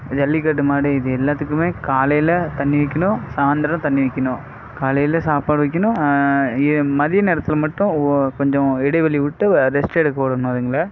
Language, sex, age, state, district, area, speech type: Tamil, male, 30-45, Tamil Nadu, Sivaganga, rural, spontaneous